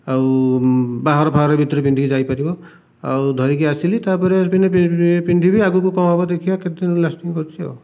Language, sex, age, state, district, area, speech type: Odia, male, 45-60, Odisha, Dhenkanal, rural, spontaneous